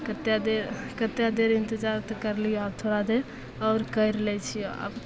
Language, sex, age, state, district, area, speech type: Maithili, female, 18-30, Bihar, Begusarai, rural, spontaneous